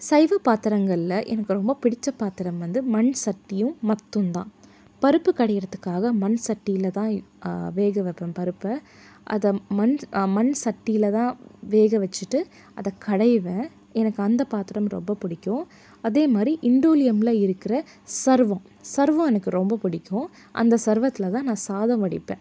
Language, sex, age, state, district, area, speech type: Tamil, female, 30-45, Tamil Nadu, Salem, urban, spontaneous